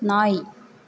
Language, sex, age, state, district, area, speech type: Tamil, female, 18-30, Tamil Nadu, Tiruvarur, rural, read